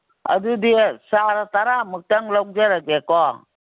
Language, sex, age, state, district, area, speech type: Manipuri, female, 60+, Manipur, Kangpokpi, urban, conversation